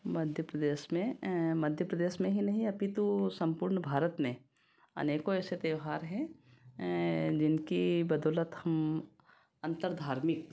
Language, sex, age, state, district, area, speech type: Hindi, female, 45-60, Madhya Pradesh, Ujjain, urban, spontaneous